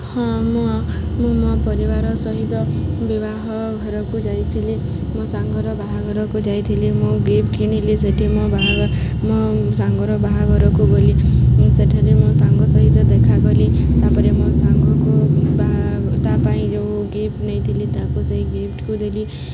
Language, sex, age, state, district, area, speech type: Odia, female, 18-30, Odisha, Subarnapur, urban, spontaneous